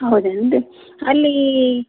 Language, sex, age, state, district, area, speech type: Kannada, female, 30-45, Karnataka, Koppal, urban, conversation